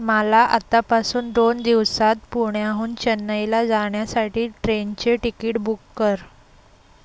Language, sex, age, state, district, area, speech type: Marathi, female, 18-30, Maharashtra, Solapur, urban, read